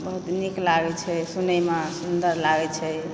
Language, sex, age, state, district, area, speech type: Maithili, female, 30-45, Bihar, Supaul, rural, spontaneous